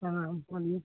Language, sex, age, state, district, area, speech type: Hindi, female, 60+, Bihar, Begusarai, urban, conversation